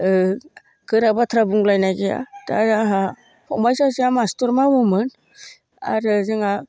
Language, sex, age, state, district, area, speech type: Bodo, female, 60+, Assam, Baksa, rural, spontaneous